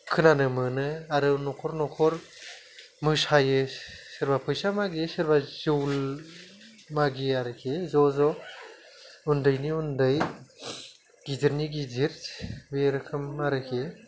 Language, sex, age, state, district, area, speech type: Bodo, male, 30-45, Assam, Kokrajhar, rural, spontaneous